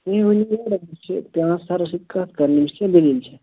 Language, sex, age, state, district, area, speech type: Kashmiri, male, 30-45, Jammu and Kashmir, Budgam, rural, conversation